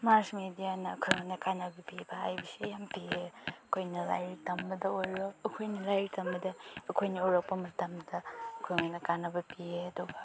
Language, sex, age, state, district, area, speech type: Manipuri, female, 30-45, Manipur, Chandel, rural, spontaneous